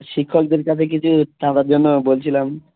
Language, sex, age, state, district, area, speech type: Bengali, male, 30-45, West Bengal, South 24 Parganas, rural, conversation